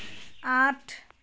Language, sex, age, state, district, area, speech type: Assamese, female, 30-45, Assam, Sivasagar, rural, read